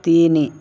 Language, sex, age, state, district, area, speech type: Odia, male, 18-30, Odisha, Rayagada, rural, read